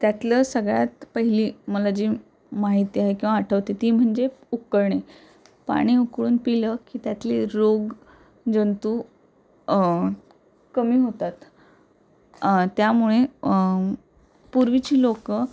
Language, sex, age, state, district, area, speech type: Marathi, female, 18-30, Maharashtra, Pune, urban, spontaneous